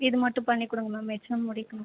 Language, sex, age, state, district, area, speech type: Tamil, female, 18-30, Tamil Nadu, Viluppuram, urban, conversation